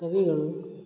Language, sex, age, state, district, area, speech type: Kannada, male, 18-30, Karnataka, Gulbarga, urban, spontaneous